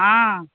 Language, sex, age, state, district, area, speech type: Hindi, female, 45-60, Bihar, Begusarai, rural, conversation